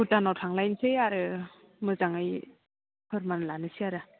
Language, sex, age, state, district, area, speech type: Bodo, female, 18-30, Assam, Baksa, rural, conversation